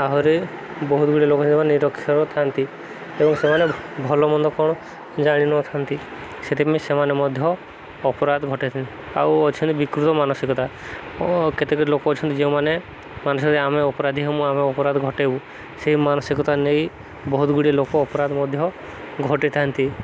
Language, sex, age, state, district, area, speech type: Odia, male, 18-30, Odisha, Subarnapur, urban, spontaneous